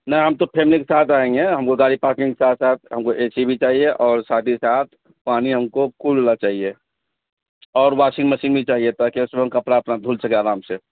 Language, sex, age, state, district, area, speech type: Urdu, male, 30-45, Bihar, Araria, rural, conversation